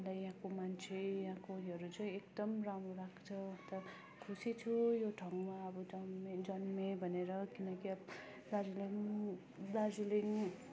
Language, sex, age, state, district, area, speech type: Nepali, female, 18-30, West Bengal, Darjeeling, rural, spontaneous